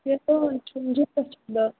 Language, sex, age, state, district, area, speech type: Kashmiri, female, 18-30, Jammu and Kashmir, Budgam, rural, conversation